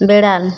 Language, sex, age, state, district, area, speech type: Bengali, female, 45-60, West Bengal, Jhargram, rural, read